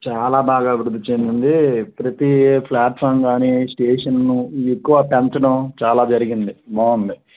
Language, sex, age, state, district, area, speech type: Telugu, male, 30-45, Andhra Pradesh, Krishna, urban, conversation